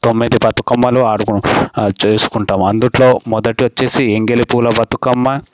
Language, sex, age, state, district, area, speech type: Telugu, male, 18-30, Telangana, Sangareddy, rural, spontaneous